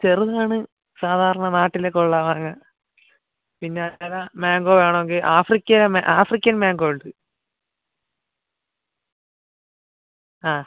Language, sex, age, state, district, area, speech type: Malayalam, male, 18-30, Kerala, Kollam, rural, conversation